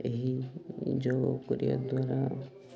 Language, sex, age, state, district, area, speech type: Odia, male, 18-30, Odisha, Mayurbhanj, rural, spontaneous